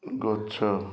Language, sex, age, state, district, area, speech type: Odia, male, 45-60, Odisha, Balasore, rural, read